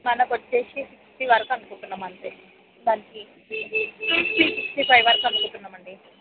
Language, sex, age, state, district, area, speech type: Telugu, female, 30-45, Telangana, Ranga Reddy, rural, conversation